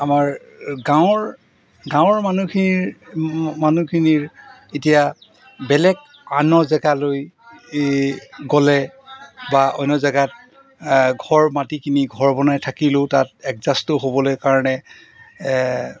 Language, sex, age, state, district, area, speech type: Assamese, male, 45-60, Assam, Golaghat, rural, spontaneous